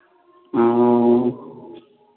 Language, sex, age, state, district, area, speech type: Hindi, male, 18-30, Bihar, Vaishali, rural, conversation